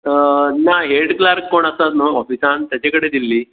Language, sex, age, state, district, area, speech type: Goan Konkani, male, 60+, Goa, Bardez, rural, conversation